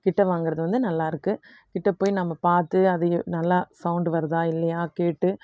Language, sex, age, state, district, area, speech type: Tamil, female, 30-45, Tamil Nadu, Krishnagiri, rural, spontaneous